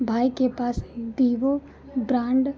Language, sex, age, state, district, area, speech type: Hindi, female, 30-45, Uttar Pradesh, Lucknow, rural, spontaneous